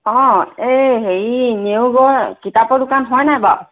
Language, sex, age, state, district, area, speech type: Assamese, female, 30-45, Assam, Tinsukia, urban, conversation